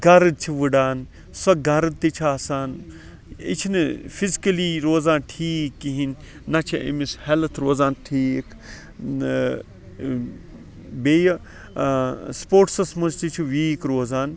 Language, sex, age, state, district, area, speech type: Kashmiri, male, 45-60, Jammu and Kashmir, Srinagar, rural, spontaneous